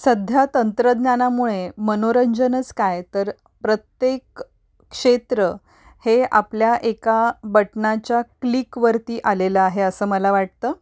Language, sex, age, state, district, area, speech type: Marathi, female, 30-45, Maharashtra, Pune, urban, spontaneous